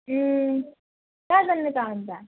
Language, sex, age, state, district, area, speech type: Nepali, female, 18-30, West Bengal, Jalpaiguri, rural, conversation